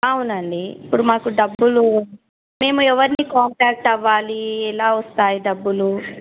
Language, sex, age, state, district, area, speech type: Telugu, female, 30-45, Telangana, Medchal, rural, conversation